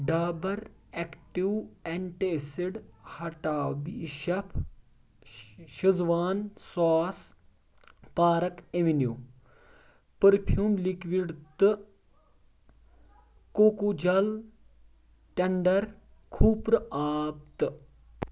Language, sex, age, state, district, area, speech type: Kashmiri, male, 30-45, Jammu and Kashmir, Ganderbal, rural, read